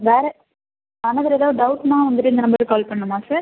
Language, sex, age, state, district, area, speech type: Tamil, female, 30-45, Tamil Nadu, Ariyalur, rural, conversation